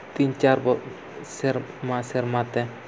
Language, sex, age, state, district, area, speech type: Santali, male, 30-45, Jharkhand, East Singhbhum, rural, spontaneous